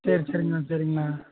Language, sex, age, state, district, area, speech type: Tamil, male, 18-30, Tamil Nadu, Perambalur, rural, conversation